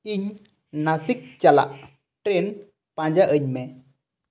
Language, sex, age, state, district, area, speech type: Santali, male, 18-30, West Bengal, Bankura, rural, read